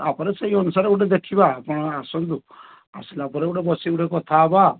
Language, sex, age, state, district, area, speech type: Odia, male, 30-45, Odisha, Balasore, rural, conversation